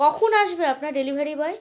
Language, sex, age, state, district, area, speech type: Bengali, female, 18-30, West Bengal, Malda, rural, spontaneous